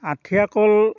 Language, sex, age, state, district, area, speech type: Assamese, male, 60+, Assam, Dhemaji, rural, spontaneous